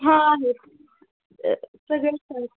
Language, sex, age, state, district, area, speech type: Marathi, female, 18-30, Maharashtra, Osmanabad, rural, conversation